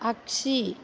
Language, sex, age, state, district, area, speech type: Bodo, female, 30-45, Assam, Chirang, urban, read